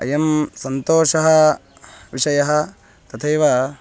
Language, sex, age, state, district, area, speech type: Sanskrit, male, 18-30, Karnataka, Bangalore Rural, urban, spontaneous